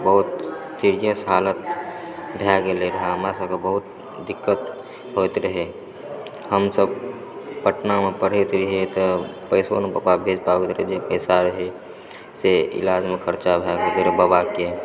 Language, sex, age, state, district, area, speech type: Maithili, male, 18-30, Bihar, Supaul, rural, spontaneous